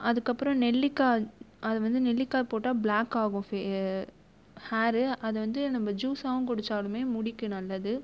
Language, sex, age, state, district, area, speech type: Tamil, female, 18-30, Tamil Nadu, Viluppuram, rural, spontaneous